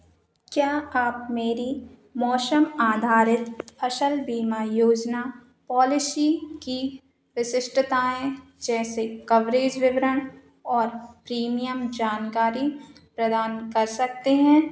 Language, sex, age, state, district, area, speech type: Hindi, female, 18-30, Madhya Pradesh, Narsinghpur, rural, read